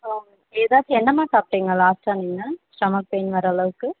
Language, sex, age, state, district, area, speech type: Tamil, female, 18-30, Tamil Nadu, Tirupattur, rural, conversation